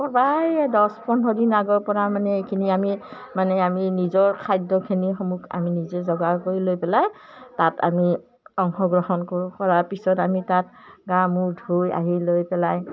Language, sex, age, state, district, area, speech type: Assamese, female, 60+, Assam, Udalguri, rural, spontaneous